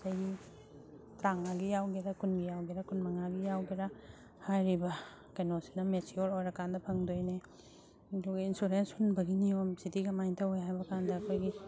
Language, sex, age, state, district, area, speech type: Manipuri, female, 45-60, Manipur, Imphal East, rural, spontaneous